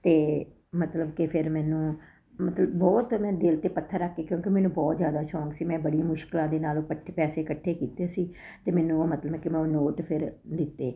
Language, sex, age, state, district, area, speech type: Punjabi, female, 45-60, Punjab, Ludhiana, urban, spontaneous